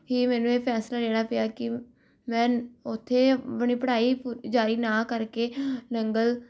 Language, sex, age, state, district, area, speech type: Punjabi, female, 18-30, Punjab, Rupnagar, urban, spontaneous